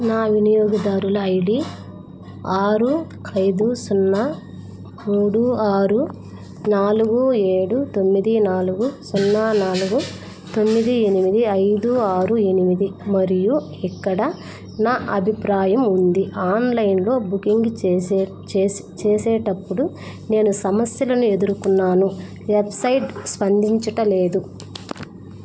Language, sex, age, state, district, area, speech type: Telugu, female, 30-45, Andhra Pradesh, Nellore, rural, read